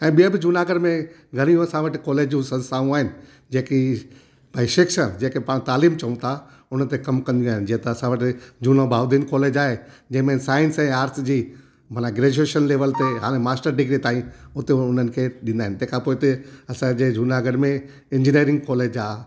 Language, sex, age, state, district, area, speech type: Sindhi, male, 60+, Gujarat, Junagadh, rural, spontaneous